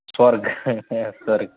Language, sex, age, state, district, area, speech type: Gujarati, male, 18-30, Gujarat, Kutch, rural, conversation